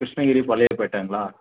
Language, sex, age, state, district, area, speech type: Tamil, male, 18-30, Tamil Nadu, Dharmapuri, rural, conversation